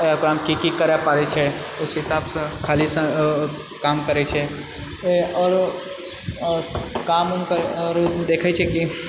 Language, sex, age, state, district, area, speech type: Maithili, male, 30-45, Bihar, Purnia, rural, spontaneous